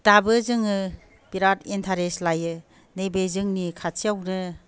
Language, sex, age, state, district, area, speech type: Bodo, female, 45-60, Assam, Kokrajhar, urban, spontaneous